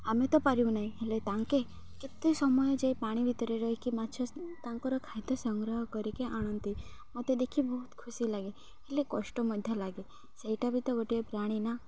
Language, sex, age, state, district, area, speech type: Odia, female, 18-30, Odisha, Malkangiri, urban, spontaneous